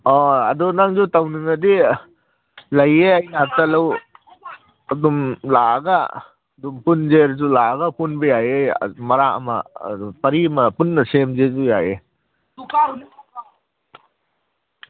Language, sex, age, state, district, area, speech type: Manipuri, male, 45-60, Manipur, Kangpokpi, urban, conversation